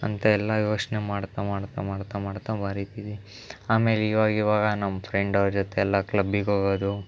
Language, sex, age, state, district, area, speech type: Kannada, male, 18-30, Karnataka, Chitradurga, rural, spontaneous